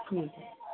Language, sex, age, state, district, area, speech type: Hindi, female, 18-30, Rajasthan, Karauli, rural, conversation